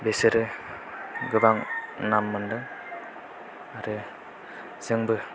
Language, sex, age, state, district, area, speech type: Bodo, male, 18-30, Assam, Kokrajhar, urban, spontaneous